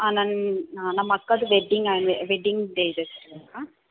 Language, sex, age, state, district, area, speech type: Kannada, female, 18-30, Karnataka, Bangalore Urban, rural, conversation